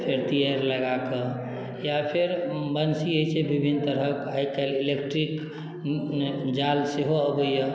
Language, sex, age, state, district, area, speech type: Maithili, male, 45-60, Bihar, Madhubani, rural, spontaneous